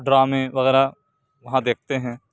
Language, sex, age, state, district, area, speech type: Urdu, male, 45-60, Uttar Pradesh, Aligarh, urban, spontaneous